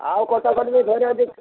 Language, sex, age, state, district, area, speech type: Odia, male, 60+, Odisha, Angul, rural, conversation